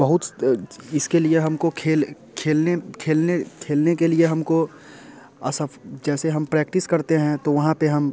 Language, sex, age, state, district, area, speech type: Hindi, male, 30-45, Bihar, Muzaffarpur, rural, spontaneous